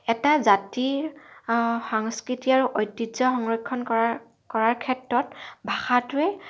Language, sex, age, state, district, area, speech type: Assamese, female, 18-30, Assam, Lakhimpur, rural, spontaneous